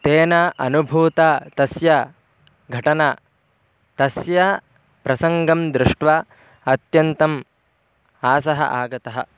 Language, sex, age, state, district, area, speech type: Sanskrit, male, 18-30, Karnataka, Bangalore Rural, rural, spontaneous